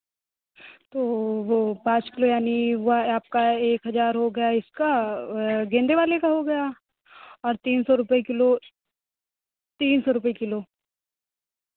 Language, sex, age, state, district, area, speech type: Hindi, female, 30-45, Uttar Pradesh, Lucknow, rural, conversation